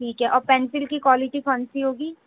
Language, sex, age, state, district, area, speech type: Urdu, female, 18-30, Delhi, North West Delhi, urban, conversation